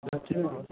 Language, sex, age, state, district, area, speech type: Bengali, male, 30-45, West Bengal, Howrah, urban, conversation